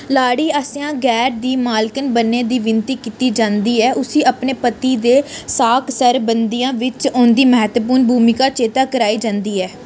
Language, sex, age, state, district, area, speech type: Dogri, female, 18-30, Jammu and Kashmir, Reasi, urban, read